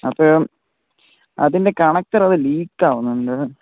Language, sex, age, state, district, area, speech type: Malayalam, male, 18-30, Kerala, Thiruvananthapuram, rural, conversation